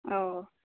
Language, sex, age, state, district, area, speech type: Bodo, female, 45-60, Assam, Kokrajhar, urban, conversation